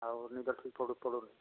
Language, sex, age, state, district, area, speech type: Odia, male, 60+, Odisha, Angul, rural, conversation